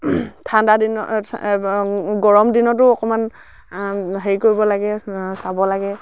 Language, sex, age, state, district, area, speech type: Assamese, female, 60+, Assam, Dibrugarh, rural, spontaneous